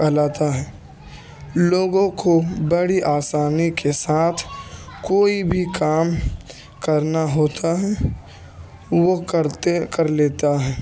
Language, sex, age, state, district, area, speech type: Urdu, male, 18-30, Uttar Pradesh, Ghaziabad, rural, spontaneous